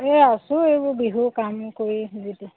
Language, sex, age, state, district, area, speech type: Assamese, female, 30-45, Assam, Sivasagar, rural, conversation